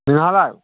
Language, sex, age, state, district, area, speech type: Bodo, male, 60+, Assam, Udalguri, rural, conversation